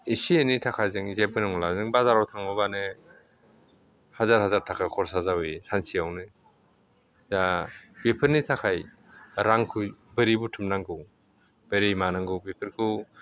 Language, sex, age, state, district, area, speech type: Bodo, male, 60+, Assam, Chirang, urban, spontaneous